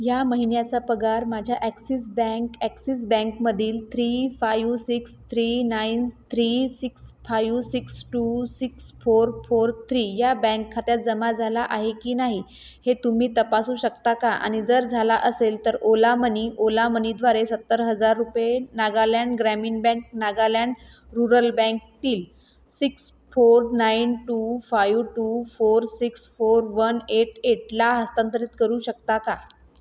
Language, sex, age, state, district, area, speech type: Marathi, female, 30-45, Maharashtra, Nagpur, rural, read